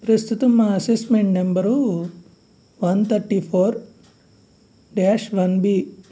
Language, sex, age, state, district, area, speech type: Telugu, male, 45-60, Andhra Pradesh, Guntur, urban, spontaneous